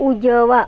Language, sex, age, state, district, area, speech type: Marathi, female, 30-45, Maharashtra, Nagpur, urban, read